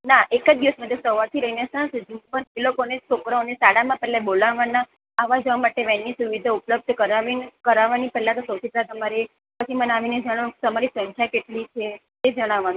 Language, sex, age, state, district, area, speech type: Gujarati, female, 18-30, Gujarat, Surat, urban, conversation